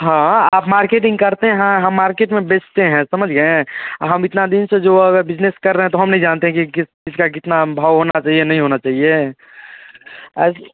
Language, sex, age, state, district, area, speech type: Hindi, male, 30-45, Bihar, Darbhanga, rural, conversation